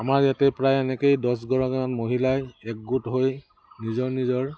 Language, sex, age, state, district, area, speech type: Assamese, male, 60+, Assam, Udalguri, rural, spontaneous